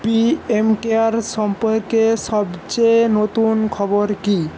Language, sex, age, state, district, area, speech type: Bengali, male, 18-30, West Bengal, Paschim Medinipur, rural, read